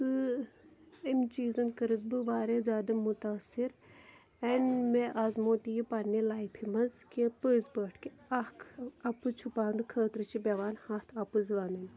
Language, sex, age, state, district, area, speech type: Kashmiri, female, 18-30, Jammu and Kashmir, Pulwama, rural, spontaneous